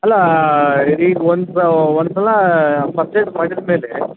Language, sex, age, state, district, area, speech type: Kannada, male, 30-45, Karnataka, Koppal, rural, conversation